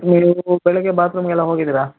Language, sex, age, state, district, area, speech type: Kannada, male, 18-30, Karnataka, Bangalore Rural, urban, conversation